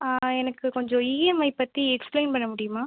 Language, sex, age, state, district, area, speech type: Tamil, female, 18-30, Tamil Nadu, Pudukkottai, rural, conversation